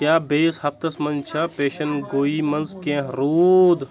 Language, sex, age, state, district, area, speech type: Kashmiri, male, 18-30, Jammu and Kashmir, Anantnag, rural, read